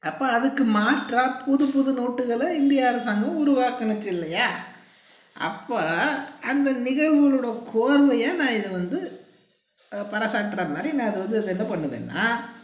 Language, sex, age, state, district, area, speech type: Tamil, male, 60+, Tamil Nadu, Pudukkottai, rural, spontaneous